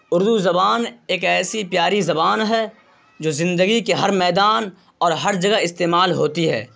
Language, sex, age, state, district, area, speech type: Urdu, male, 18-30, Bihar, Purnia, rural, spontaneous